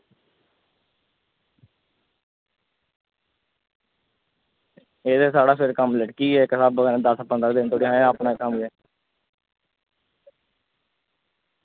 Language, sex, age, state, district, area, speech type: Dogri, male, 18-30, Jammu and Kashmir, Jammu, rural, conversation